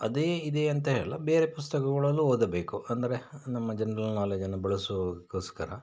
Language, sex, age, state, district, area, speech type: Kannada, male, 30-45, Karnataka, Shimoga, rural, spontaneous